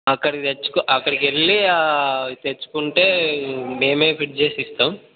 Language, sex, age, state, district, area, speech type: Telugu, male, 18-30, Telangana, Peddapalli, rural, conversation